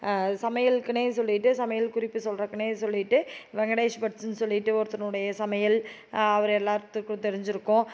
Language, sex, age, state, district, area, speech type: Tamil, female, 30-45, Tamil Nadu, Tiruppur, urban, spontaneous